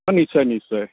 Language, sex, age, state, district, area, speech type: Assamese, male, 18-30, Assam, Sivasagar, rural, conversation